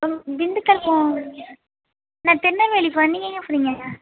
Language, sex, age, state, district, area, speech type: Tamil, female, 18-30, Tamil Nadu, Kallakurichi, rural, conversation